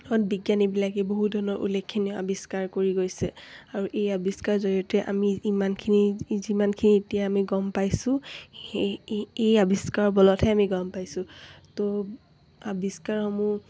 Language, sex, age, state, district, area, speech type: Assamese, female, 18-30, Assam, Dibrugarh, rural, spontaneous